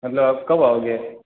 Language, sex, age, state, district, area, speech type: Hindi, male, 18-30, Rajasthan, Jodhpur, urban, conversation